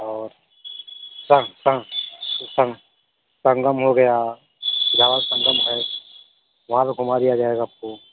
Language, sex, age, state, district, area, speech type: Hindi, male, 45-60, Uttar Pradesh, Mirzapur, rural, conversation